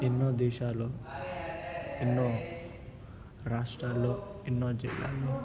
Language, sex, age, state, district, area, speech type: Telugu, male, 18-30, Telangana, Nalgonda, urban, spontaneous